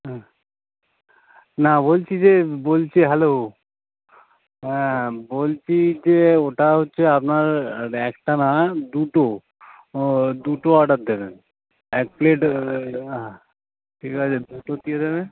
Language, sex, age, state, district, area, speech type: Bengali, male, 30-45, West Bengal, North 24 Parganas, urban, conversation